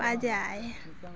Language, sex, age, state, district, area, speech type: Santali, female, 18-30, West Bengal, Jhargram, rural, read